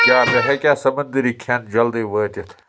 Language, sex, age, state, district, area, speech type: Kashmiri, male, 18-30, Jammu and Kashmir, Budgam, rural, read